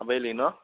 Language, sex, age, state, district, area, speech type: Assamese, male, 18-30, Assam, Jorhat, urban, conversation